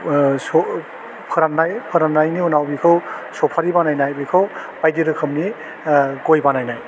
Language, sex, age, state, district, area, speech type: Bodo, male, 45-60, Assam, Chirang, rural, spontaneous